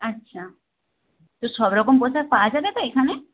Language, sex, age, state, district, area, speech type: Bengali, female, 18-30, West Bengal, Nadia, rural, conversation